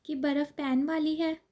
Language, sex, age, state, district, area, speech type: Punjabi, female, 18-30, Punjab, Amritsar, urban, read